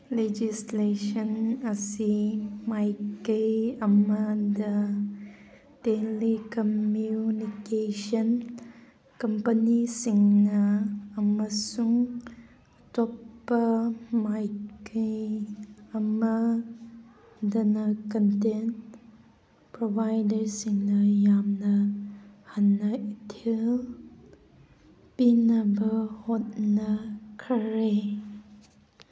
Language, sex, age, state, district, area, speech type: Manipuri, female, 18-30, Manipur, Kangpokpi, urban, read